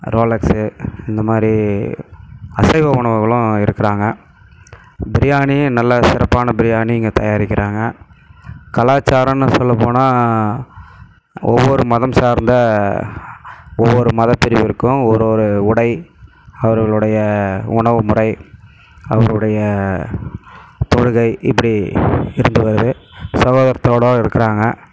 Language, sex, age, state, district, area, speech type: Tamil, male, 45-60, Tamil Nadu, Krishnagiri, rural, spontaneous